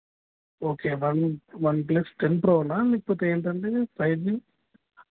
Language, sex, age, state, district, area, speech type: Telugu, male, 18-30, Telangana, Jagtial, urban, conversation